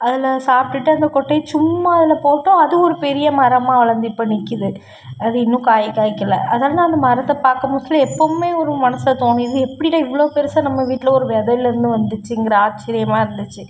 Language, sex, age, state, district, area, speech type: Tamil, female, 30-45, Tamil Nadu, Thoothukudi, urban, spontaneous